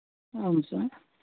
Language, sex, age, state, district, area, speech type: Telugu, male, 45-60, Andhra Pradesh, Vizianagaram, rural, conversation